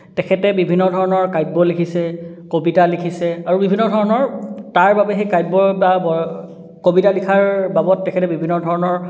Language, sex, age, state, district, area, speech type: Assamese, male, 18-30, Assam, Charaideo, urban, spontaneous